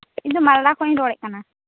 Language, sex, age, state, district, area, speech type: Santali, female, 18-30, West Bengal, Uttar Dinajpur, rural, conversation